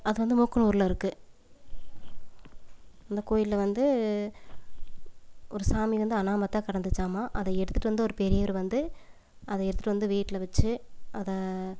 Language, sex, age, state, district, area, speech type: Tamil, female, 30-45, Tamil Nadu, Coimbatore, rural, spontaneous